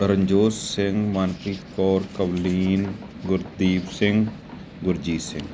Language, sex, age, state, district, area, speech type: Punjabi, male, 30-45, Punjab, Gurdaspur, rural, spontaneous